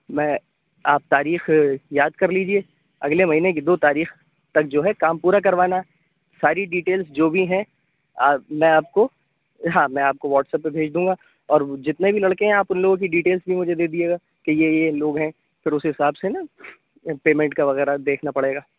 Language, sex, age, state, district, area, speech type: Urdu, male, 18-30, Uttar Pradesh, Aligarh, urban, conversation